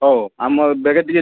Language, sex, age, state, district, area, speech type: Odia, male, 18-30, Odisha, Sambalpur, rural, conversation